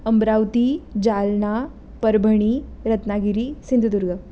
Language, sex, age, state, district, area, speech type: Marathi, female, 18-30, Maharashtra, Pune, urban, spontaneous